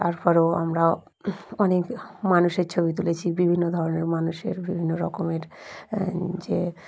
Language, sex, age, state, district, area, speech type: Bengali, female, 45-60, West Bengal, Dakshin Dinajpur, urban, spontaneous